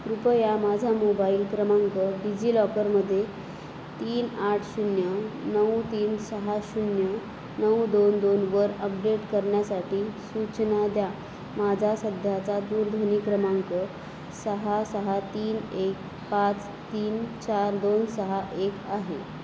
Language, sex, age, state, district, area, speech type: Marathi, female, 30-45, Maharashtra, Nanded, urban, read